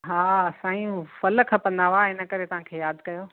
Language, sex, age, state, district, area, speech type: Sindhi, female, 45-60, Gujarat, Kutch, rural, conversation